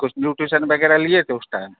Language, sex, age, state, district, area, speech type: Hindi, male, 45-60, Madhya Pradesh, Hoshangabad, rural, conversation